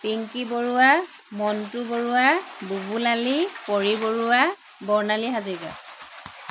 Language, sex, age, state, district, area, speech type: Assamese, female, 30-45, Assam, Lakhimpur, rural, spontaneous